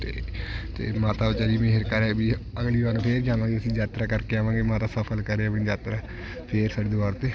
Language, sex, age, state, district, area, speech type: Punjabi, male, 18-30, Punjab, Shaheed Bhagat Singh Nagar, rural, spontaneous